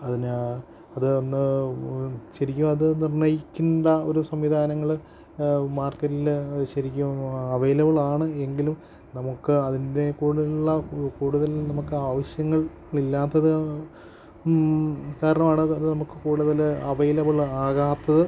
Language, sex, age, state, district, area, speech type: Malayalam, male, 30-45, Kerala, Idukki, rural, spontaneous